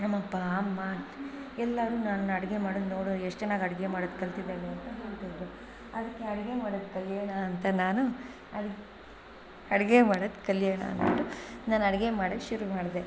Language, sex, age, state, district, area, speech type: Kannada, female, 30-45, Karnataka, Bangalore Rural, rural, spontaneous